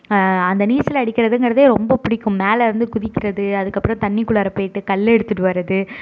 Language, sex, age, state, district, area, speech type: Tamil, female, 18-30, Tamil Nadu, Tiruvarur, urban, spontaneous